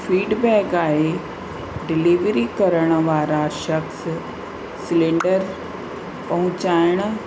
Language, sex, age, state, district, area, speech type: Sindhi, female, 45-60, Uttar Pradesh, Lucknow, urban, read